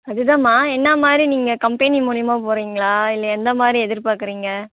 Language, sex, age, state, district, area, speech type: Tamil, female, 18-30, Tamil Nadu, Kallakurichi, rural, conversation